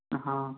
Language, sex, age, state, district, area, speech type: Hindi, male, 45-60, Rajasthan, Karauli, rural, conversation